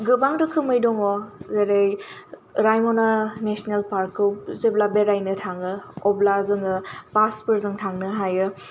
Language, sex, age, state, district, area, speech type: Bodo, female, 18-30, Assam, Kokrajhar, urban, spontaneous